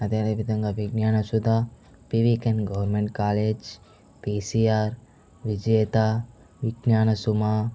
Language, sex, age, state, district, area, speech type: Telugu, male, 18-30, Andhra Pradesh, Chittoor, rural, spontaneous